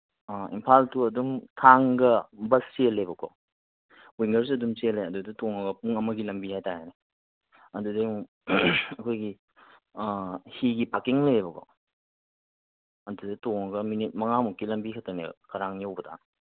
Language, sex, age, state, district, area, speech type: Manipuri, male, 30-45, Manipur, Kangpokpi, urban, conversation